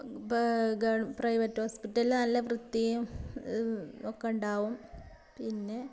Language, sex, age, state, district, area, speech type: Malayalam, female, 45-60, Kerala, Malappuram, rural, spontaneous